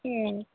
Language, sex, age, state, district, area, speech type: Bengali, female, 45-60, West Bengal, Purba Bardhaman, rural, conversation